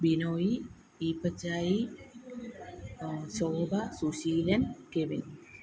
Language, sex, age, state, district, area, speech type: Malayalam, female, 30-45, Kerala, Kottayam, rural, spontaneous